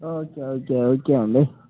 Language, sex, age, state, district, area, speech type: Telugu, male, 18-30, Telangana, Nirmal, rural, conversation